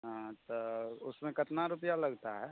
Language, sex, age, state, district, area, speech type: Maithili, male, 18-30, Bihar, Begusarai, rural, conversation